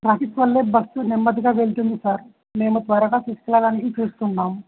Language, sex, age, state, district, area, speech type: Telugu, male, 18-30, Telangana, Jangaon, rural, conversation